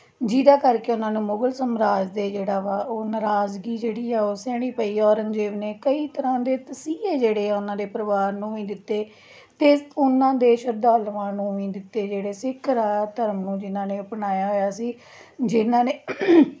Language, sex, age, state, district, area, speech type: Punjabi, female, 30-45, Punjab, Tarn Taran, urban, spontaneous